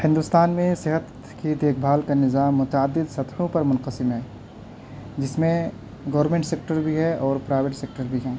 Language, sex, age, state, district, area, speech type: Urdu, male, 18-30, Delhi, North West Delhi, urban, spontaneous